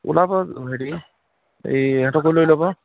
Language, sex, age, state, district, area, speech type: Assamese, male, 30-45, Assam, Biswanath, rural, conversation